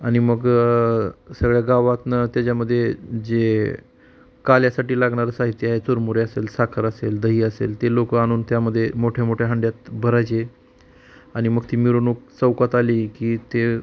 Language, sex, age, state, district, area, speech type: Marathi, male, 45-60, Maharashtra, Osmanabad, rural, spontaneous